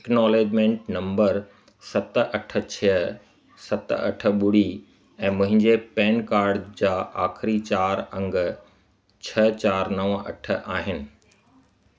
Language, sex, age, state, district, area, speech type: Sindhi, male, 45-60, Gujarat, Kutch, rural, read